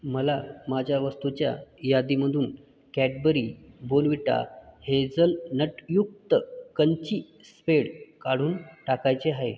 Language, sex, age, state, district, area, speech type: Marathi, male, 45-60, Maharashtra, Buldhana, rural, read